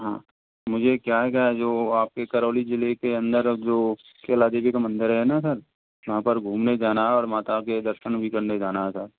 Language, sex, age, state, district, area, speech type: Hindi, male, 18-30, Rajasthan, Karauli, rural, conversation